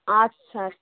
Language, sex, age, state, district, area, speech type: Bengali, female, 30-45, West Bengal, Hooghly, urban, conversation